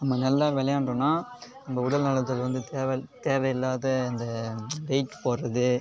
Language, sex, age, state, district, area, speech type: Tamil, male, 18-30, Tamil Nadu, Cuddalore, rural, spontaneous